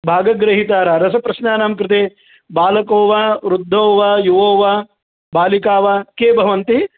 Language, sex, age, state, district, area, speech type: Sanskrit, male, 45-60, Karnataka, Vijayapura, urban, conversation